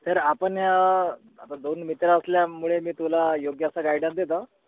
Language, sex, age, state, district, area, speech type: Marathi, male, 30-45, Maharashtra, Gadchiroli, rural, conversation